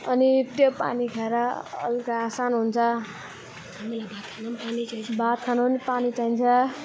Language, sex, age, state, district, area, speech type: Nepali, male, 18-30, West Bengal, Alipurduar, urban, spontaneous